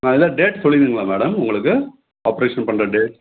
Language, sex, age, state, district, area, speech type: Tamil, male, 60+, Tamil Nadu, Tenkasi, rural, conversation